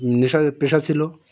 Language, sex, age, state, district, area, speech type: Bengali, male, 60+, West Bengal, Birbhum, urban, spontaneous